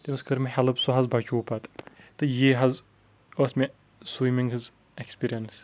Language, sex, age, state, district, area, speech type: Kashmiri, male, 30-45, Jammu and Kashmir, Kulgam, rural, spontaneous